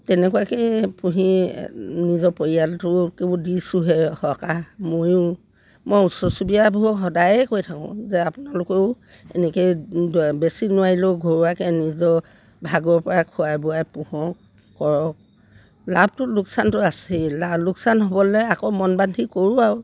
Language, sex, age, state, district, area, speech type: Assamese, female, 60+, Assam, Dibrugarh, rural, spontaneous